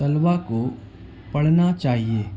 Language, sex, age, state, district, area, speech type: Urdu, male, 18-30, Bihar, Gaya, urban, spontaneous